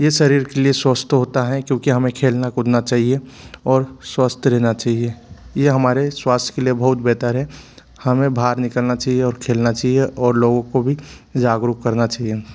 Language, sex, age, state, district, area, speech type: Hindi, male, 30-45, Madhya Pradesh, Bhopal, urban, spontaneous